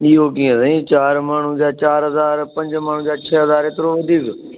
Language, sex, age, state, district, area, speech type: Sindhi, male, 30-45, Delhi, South Delhi, urban, conversation